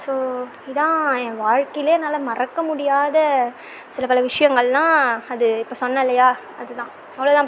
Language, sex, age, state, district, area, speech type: Tamil, female, 18-30, Tamil Nadu, Tiruvannamalai, urban, spontaneous